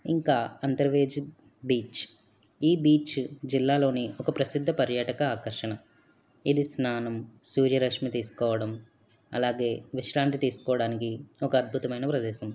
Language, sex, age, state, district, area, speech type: Telugu, male, 45-60, Andhra Pradesh, West Godavari, rural, spontaneous